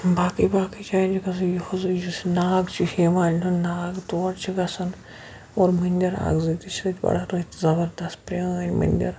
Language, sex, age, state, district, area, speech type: Kashmiri, male, 18-30, Jammu and Kashmir, Shopian, rural, spontaneous